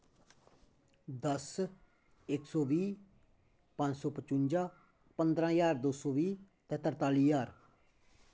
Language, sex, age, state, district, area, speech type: Dogri, male, 30-45, Jammu and Kashmir, Kathua, rural, spontaneous